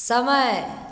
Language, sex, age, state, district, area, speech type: Hindi, female, 30-45, Bihar, Vaishali, rural, read